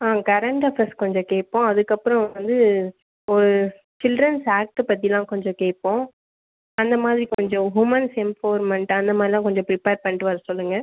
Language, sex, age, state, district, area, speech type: Tamil, female, 30-45, Tamil Nadu, Viluppuram, rural, conversation